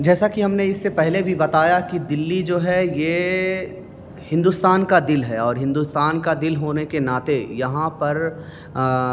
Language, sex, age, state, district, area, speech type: Urdu, male, 30-45, Delhi, North East Delhi, urban, spontaneous